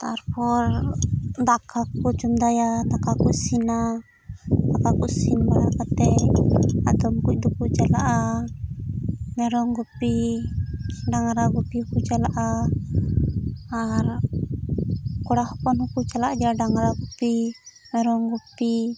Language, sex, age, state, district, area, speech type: Santali, female, 30-45, West Bengal, Purba Bardhaman, rural, spontaneous